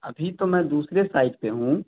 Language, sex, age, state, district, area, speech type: Urdu, male, 18-30, Bihar, Darbhanga, rural, conversation